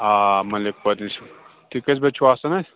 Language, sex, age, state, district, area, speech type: Kashmiri, male, 18-30, Jammu and Kashmir, Pulwama, rural, conversation